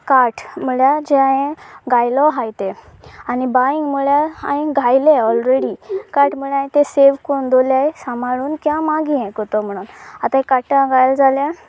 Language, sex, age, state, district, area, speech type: Goan Konkani, female, 18-30, Goa, Sanguem, rural, spontaneous